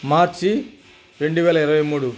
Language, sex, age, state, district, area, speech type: Telugu, male, 60+, Andhra Pradesh, Nellore, urban, spontaneous